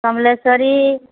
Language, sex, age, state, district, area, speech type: Odia, female, 30-45, Odisha, Sambalpur, rural, conversation